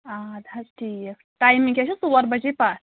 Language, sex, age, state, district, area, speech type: Kashmiri, female, 30-45, Jammu and Kashmir, Pulwama, urban, conversation